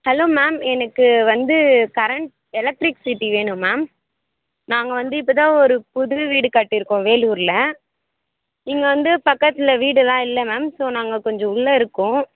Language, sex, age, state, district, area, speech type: Tamil, female, 18-30, Tamil Nadu, Vellore, urban, conversation